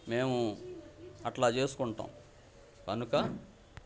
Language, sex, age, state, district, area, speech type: Telugu, male, 60+, Andhra Pradesh, Bapatla, urban, spontaneous